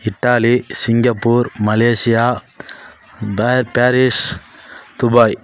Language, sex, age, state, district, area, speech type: Tamil, male, 30-45, Tamil Nadu, Kallakurichi, urban, spontaneous